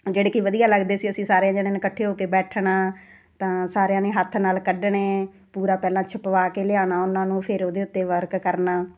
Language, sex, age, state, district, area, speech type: Punjabi, female, 30-45, Punjab, Muktsar, urban, spontaneous